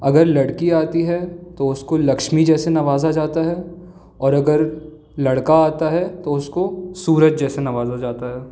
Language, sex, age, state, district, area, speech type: Hindi, male, 18-30, Madhya Pradesh, Jabalpur, urban, spontaneous